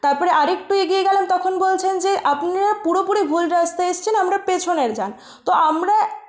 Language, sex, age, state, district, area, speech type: Bengali, female, 18-30, West Bengal, Purulia, urban, spontaneous